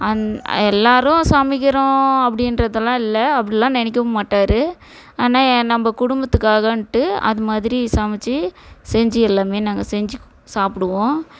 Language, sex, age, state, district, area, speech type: Tamil, female, 45-60, Tamil Nadu, Tiruvannamalai, rural, spontaneous